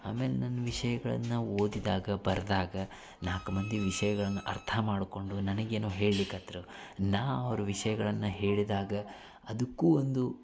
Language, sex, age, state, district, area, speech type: Kannada, male, 30-45, Karnataka, Dharwad, urban, spontaneous